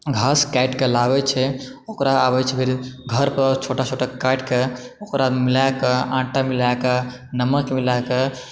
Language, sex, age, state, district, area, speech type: Maithili, male, 18-30, Bihar, Supaul, rural, spontaneous